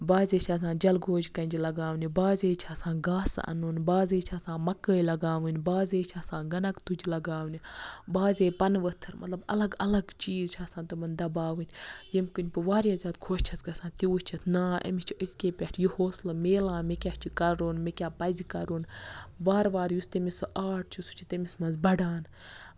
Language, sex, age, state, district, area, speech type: Kashmiri, female, 18-30, Jammu and Kashmir, Baramulla, rural, spontaneous